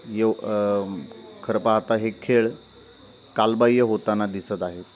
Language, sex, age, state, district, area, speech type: Marathi, male, 30-45, Maharashtra, Ratnagiri, rural, spontaneous